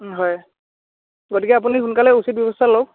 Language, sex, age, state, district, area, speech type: Assamese, male, 18-30, Assam, Dhemaji, rural, conversation